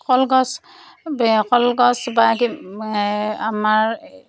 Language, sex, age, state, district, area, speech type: Assamese, female, 45-60, Assam, Darrang, rural, spontaneous